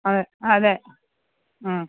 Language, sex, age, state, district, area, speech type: Malayalam, female, 60+, Kerala, Thiruvananthapuram, urban, conversation